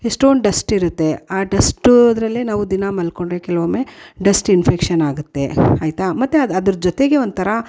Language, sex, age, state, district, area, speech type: Kannada, female, 45-60, Karnataka, Mysore, urban, spontaneous